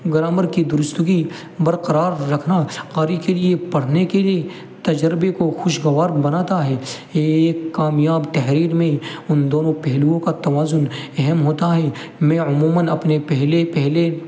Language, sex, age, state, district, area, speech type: Urdu, male, 18-30, Uttar Pradesh, Muzaffarnagar, urban, spontaneous